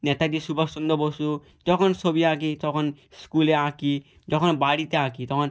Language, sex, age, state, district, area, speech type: Bengali, male, 18-30, West Bengal, Nadia, rural, spontaneous